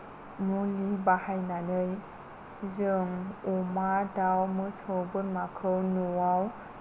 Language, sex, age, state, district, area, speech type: Bodo, female, 18-30, Assam, Kokrajhar, rural, spontaneous